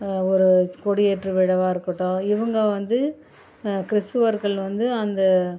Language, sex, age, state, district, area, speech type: Tamil, female, 30-45, Tamil Nadu, Chennai, urban, spontaneous